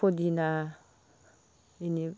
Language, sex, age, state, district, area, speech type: Bodo, female, 45-60, Assam, Baksa, rural, spontaneous